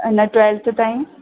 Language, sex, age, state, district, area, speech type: Sindhi, female, 45-60, Gujarat, Surat, urban, conversation